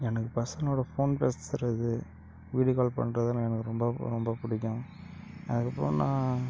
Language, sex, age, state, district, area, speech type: Tamil, male, 30-45, Tamil Nadu, Cuddalore, rural, spontaneous